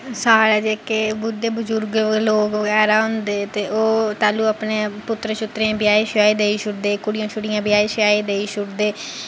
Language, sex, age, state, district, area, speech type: Dogri, female, 30-45, Jammu and Kashmir, Udhampur, urban, spontaneous